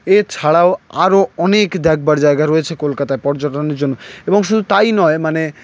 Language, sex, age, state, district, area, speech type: Bengali, male, 18-30, West Bengal, Howrah, urban, spontaneous